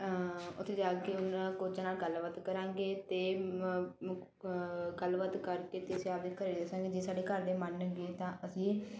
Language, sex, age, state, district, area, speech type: Punjabi, female, 18-30, Punjab, Bathinda, rural, spontaneous